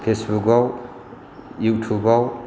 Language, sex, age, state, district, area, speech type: Bodo, male, 45-60, Assam, Chirang, rural, spontaneous